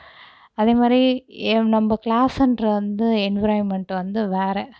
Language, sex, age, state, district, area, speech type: Tamil, female, 18-30, Tamil Nadu, Cuddalore, urban, spontaneous